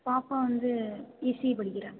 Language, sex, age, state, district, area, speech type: Tamil, female, 18-30, Tamil Nadu, Karur, rural, conversation